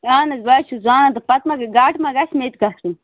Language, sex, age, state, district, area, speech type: Kashmiri, female, 30-45, Jammu and Kashmir, Bandipora, rural, conversation